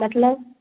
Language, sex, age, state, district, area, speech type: Hindi, female, 30-45, Madhya Pradesh, Gwalior, rural, conversation